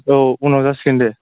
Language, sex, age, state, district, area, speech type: Bodo, male, 18-30, Assam, Udalguri, urban, conversation